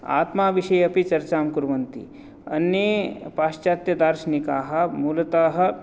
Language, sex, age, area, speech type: Sanskrit, male, 30-45, urban, spontaneous